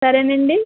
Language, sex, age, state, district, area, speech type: Telugu, female, 18-30, Andhra Pradesh, West Godavari, rural, conversation